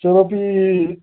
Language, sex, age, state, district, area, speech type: Dogri, male, 18-30, Jammu and Kashmir, Kathua, rural, conversation